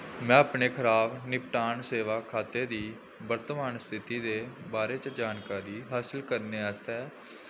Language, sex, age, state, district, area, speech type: Dogri, male, 18-30, Jammu and Kashmir, Jammu, rural, read